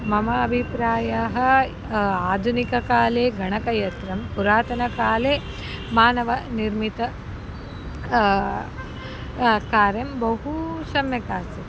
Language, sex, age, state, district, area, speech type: Sanskrit, female, 30-45, Karnataka, Dharwad, urban, spontaneous